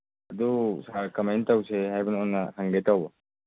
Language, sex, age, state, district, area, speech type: Manipuri, male, 18-30, Manipur, Churachandpur, rural, conversation